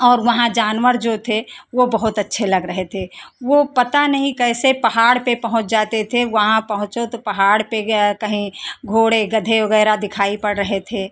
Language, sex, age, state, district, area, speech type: Hindi, female, 45-60, Uttar Pradesh, Lucknow, rural, spontaneous